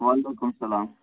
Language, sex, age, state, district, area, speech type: Kashmiri, male, 30-45, Jammu and Kashmir, Bandipora, rural, conversation